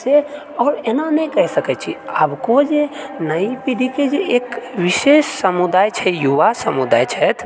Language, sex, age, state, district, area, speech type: Maithili, male, 30-45, Bihar, Purnia, rural, spontaneous